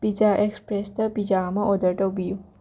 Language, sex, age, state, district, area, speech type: Manipuri, female, 18-30, Manipur, Imphal West, rural, read